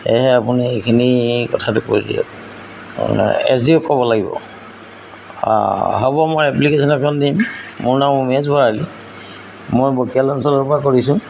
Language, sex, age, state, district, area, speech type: Assamese, male, 60+, Assam, Golaghat, rural, spontaneous